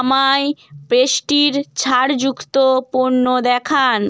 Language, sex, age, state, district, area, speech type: Bengali, female, 18-30, West Bengal, Hooghly, urban, read